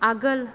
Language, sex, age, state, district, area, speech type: Bodo, female, 18-30, Assam, Kokrajhar, rural, read